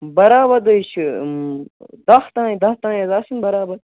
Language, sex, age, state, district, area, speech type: Kashmiri, male, 18-30, Jammu and Kashmir, Baramulla, rural, conversation